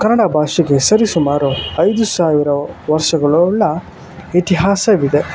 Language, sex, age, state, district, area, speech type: Kannada, male, 18-30, Karnataka, Shimoga, rural, spontaneous